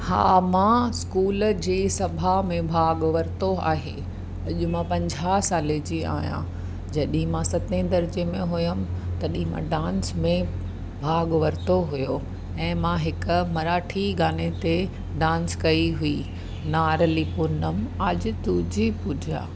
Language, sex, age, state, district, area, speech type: Sindhi, female, 45-60, Maharashtra, Mumbai Suburban, urban, spontaneous